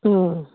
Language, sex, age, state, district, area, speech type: Manipuri, female, 18-30, Manipur, Kangpokpi, urban, conversation